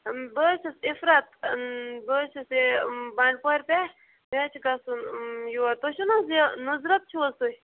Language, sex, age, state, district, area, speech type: Kashmiri, female, 18-30, Jammu and Kashmir, Bandipora, rural, conversation